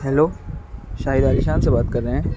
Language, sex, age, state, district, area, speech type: Urdu, male, 18-30, Maharashtra, Nashik, urban, spontaneous